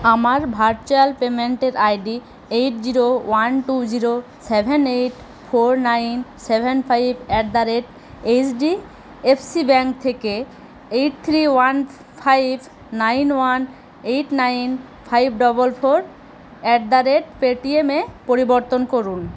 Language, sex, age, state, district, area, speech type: Bengali, female, 60+, West Bengal, Paschim Bardhaman, urban, read